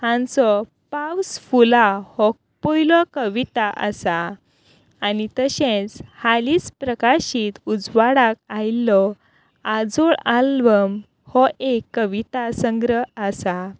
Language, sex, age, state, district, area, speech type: Goan Konkani, female, 30-45, Goa, Quepem, rural, spontaneous